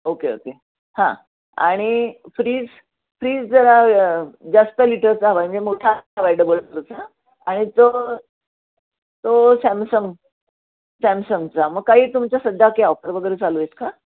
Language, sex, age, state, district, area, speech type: Marathi, female, 60+, Maharashtra, Nashik, urban, conversation